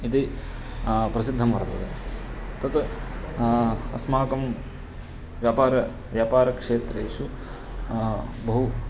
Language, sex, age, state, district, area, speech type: Sanskrit, male, 18-30, Karnataka, Uttara Kannada, rural, spontaneous